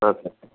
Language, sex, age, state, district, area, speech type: Telugu, male, 60+, Andhra Pradesh, N T Rama Rao, urban, conversation